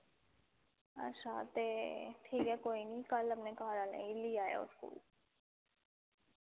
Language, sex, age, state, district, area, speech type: Dogri, female, 18-30, Jammu and Kashmir, Samba, rural, conversation